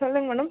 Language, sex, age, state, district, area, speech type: Tamil, female, 18-30, Tamil Nadu, Dharmapuri, rural, conversation